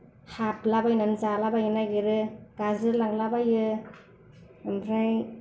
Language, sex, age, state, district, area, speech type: Bodo, female, 45-60, Assam, Kokrajhar, rural, spontaneous